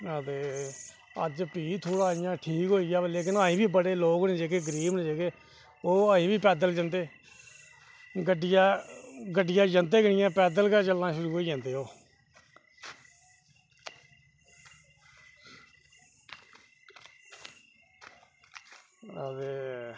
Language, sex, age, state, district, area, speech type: Dogri, male, 30-45, Jammu and Kashmir, Reasi, rural, spontaneous